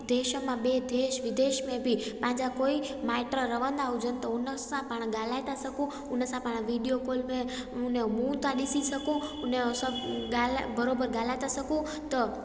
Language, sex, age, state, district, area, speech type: Sindhi, female, 18-30, Gujarat, Junagadh, rural, spontaneous